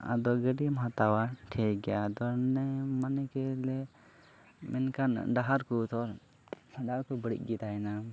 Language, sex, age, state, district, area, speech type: Santali, male, 18-30, Jharkhand, Pakur, rural, spontaneous